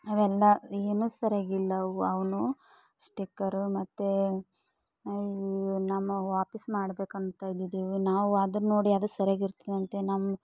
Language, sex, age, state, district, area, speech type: Kannada, female, 45-60, Karnataka, Bidar, rural, spontaneous